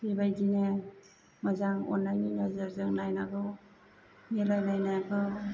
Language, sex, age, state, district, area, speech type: Bodo, female, 30-45, Assam, Chirang, urban, spontaneous